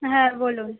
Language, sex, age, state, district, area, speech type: Bengali, female, 18-30, West Bengal, Howrah, urban, conversation